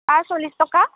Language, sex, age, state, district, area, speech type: Assamese, female, 18-30, Assam, Biswanath, rural, conversation